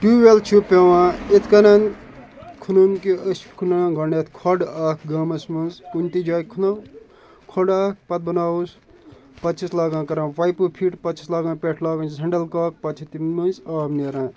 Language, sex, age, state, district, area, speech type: Kashmiri, male, 30-45, Jammu and Kashmir, Kupwara, rural, spontaneous